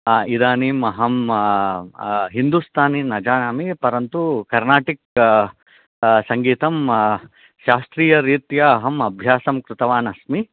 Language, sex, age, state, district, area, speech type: Sanskrit, male, 30-45, Karnataka, Chikkaballapur, urban, conversation